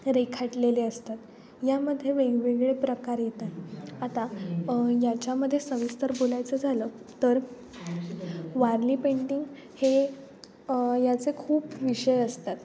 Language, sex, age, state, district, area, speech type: Marathi, female, 18-30, Maharashtra, Ratnagiri, rural, spontaneous